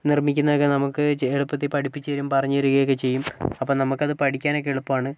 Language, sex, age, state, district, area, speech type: Malayalam, male, 30-45, Kerala, Wayanad, rural, spontaneous